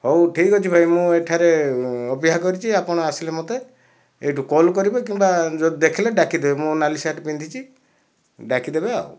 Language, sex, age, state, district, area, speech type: Odia, male, 60+, Odisha, Kandhamal, rural, spontaneous